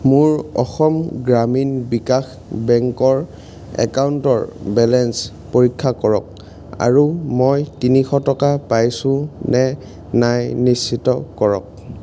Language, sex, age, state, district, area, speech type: Assamese, male, 18-30, Assam, Jorhat, urban, read